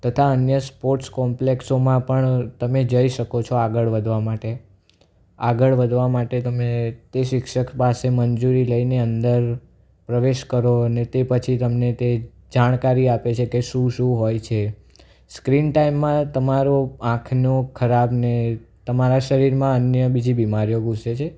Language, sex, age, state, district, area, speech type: Gujarati, male, 18-30, Gujarat, Anand, urban, spontaneous